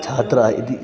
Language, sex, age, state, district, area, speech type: Sanskrit, male, 30-45, Karnataka, Dakshina Kannada, urban, spontaneous